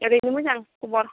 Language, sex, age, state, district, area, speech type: Bodo, female, 30-45, Assam, Kokrajhar, urban, conversation